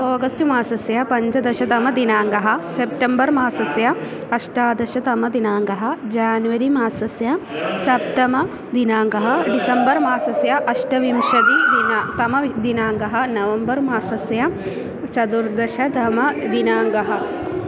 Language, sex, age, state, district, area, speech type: Sanskrit, female, 18-30, Kerala, Thrissur, urban, spontaneous